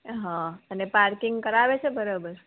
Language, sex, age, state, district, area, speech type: Gujarati, female, 30-45, Gujarat, Kheda, rural, conversation